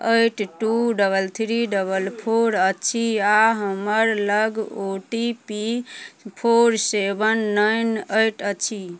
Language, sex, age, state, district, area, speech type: Maithili, female, 45-60, Bihar, Madhubani, rural, read